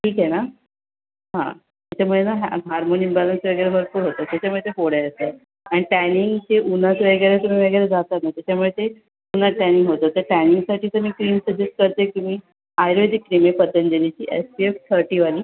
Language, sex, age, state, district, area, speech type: Marathi, female, 18-30, Maharashtra, Thane, urban, conversation